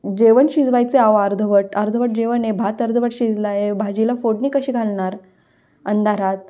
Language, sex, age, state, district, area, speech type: Marathi, female, 18-30, Maharashtra, Nashik, urban, spontaneous